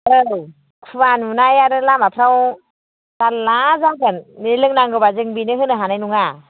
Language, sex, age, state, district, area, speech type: Bodo, female, 30-45, Assam, Baksa, rural, conversation